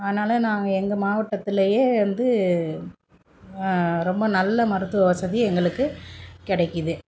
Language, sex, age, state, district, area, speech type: Tamil, female, 45-60, Tamil Nadu, Thanjavur, rural, spontaneous